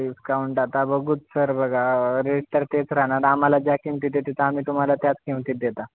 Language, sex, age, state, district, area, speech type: Marathi, male, 18-30, Maharashtra, Nanded, rural, conversation